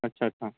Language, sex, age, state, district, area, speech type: Telugu, male, 18-30, Telangana, Ranga Reddy, urban, conversation